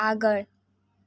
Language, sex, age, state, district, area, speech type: Gujarati, female, 18-30, Gujarat, Surat, rural, read